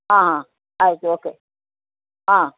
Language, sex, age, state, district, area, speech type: Kannada, female, 60+, Karnataka, Uttara Kannada, rural, conversation